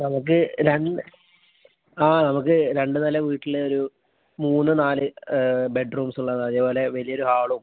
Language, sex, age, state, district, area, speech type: Malayalam, male, 30-45, Kerala, Palakkad, urban, conversation